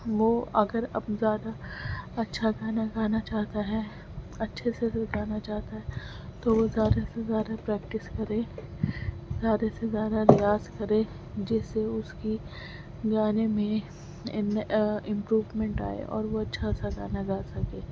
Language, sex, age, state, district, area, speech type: Urdu, female, 18-30, Delhi, Central Delhi, urban, spontaneous